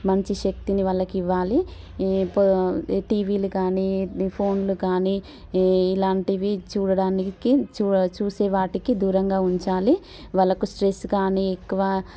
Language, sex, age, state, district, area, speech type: Telugu, female, 30-45, Telangana, Warangal, urban, spontaneous